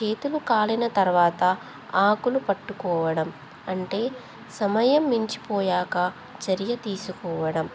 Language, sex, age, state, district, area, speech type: Telugu, female, 18-30, Telangana, Ranga Reddy, urban, spontaneous